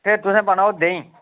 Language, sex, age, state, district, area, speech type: Dogri, male, 45-60, Jammu and Kashmir, Udhampur, urban, conversation